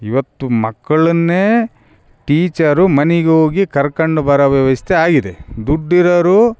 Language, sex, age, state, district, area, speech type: Kannada, male, 45-60, Karnataka, Bellary, rural, spontaneous